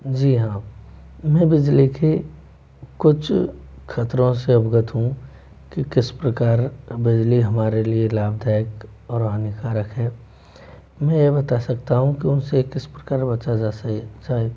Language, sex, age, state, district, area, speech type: Hindi, male, 18-30, Rajasthan, Jaipur, urban, spontaneous